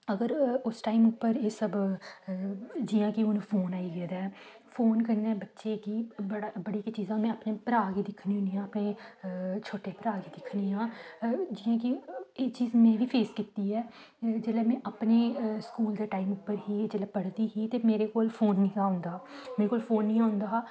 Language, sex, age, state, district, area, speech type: Dogri, female, 18-30, Jammu and Kashmir, Samba, rural, spontaneous